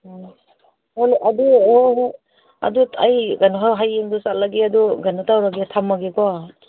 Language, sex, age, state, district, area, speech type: Manipuri, female, 60+, Manipur, Kangpokpi, urban, conversation